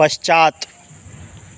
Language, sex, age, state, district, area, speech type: Sanskrit, male, 18-30, Bihar, Madhubani, rural, read